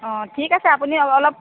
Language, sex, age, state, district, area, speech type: Assamese, female, 30-45, Assam, Golaghat, urban, conversation